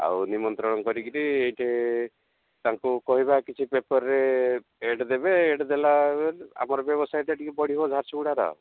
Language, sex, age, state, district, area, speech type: Odia, male, 60+, Odisha, Jharsuguda, rural, conversation